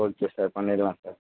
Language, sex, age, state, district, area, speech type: Tamil, male, 18-30, Tamil Nadu, Perambalur, urban, conversation